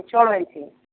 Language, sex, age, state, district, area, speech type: Odia, female, 45-60, Odisha, Malkangiri, urban, conversation